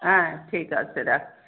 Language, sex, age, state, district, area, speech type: Bengali, female, 60+, West Bengal, Darjeeling, urban, conversation